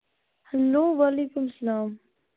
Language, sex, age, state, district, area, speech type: Kashmiri, female, 30-45, Jammu and Kashmir, Baramulla, rural, conversation